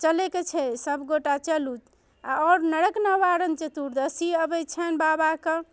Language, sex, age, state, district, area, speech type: Maithili, female, 30-45, Bihar, Darbhanga, urban, spontaneous